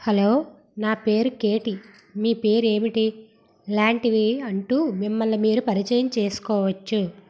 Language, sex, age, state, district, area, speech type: Telugu, female, 60+, Andhra Pradesh, Vizianagaram, rural, read